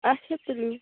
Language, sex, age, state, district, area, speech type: Kashmiri, female, 18-30, Jammu and Kashmir, Shopian, rural, conversation